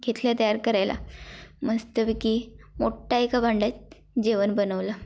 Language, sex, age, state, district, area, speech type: Marathi, female, 18-30, Maharashtra, Kolhapur, rural, spontaneous